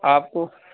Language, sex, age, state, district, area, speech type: Urdu, male, 30-45, Uttar Pradesh, Gautam Buddha Nagar, urban, conversation